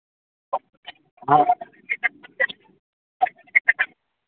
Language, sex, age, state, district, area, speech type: Hindi, male, 45-60, Rajasthan, Bharatpur, urban, conversation